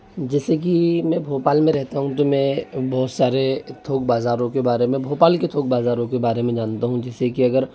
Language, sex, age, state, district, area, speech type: Hindi, male, 18-30, Madhya Pradesh, Bhopal, urban, spontaneous